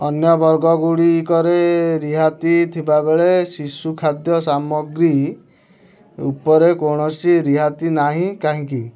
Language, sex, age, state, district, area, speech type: Odia, male, 18-30, Odisha, Kendujhar, urban, read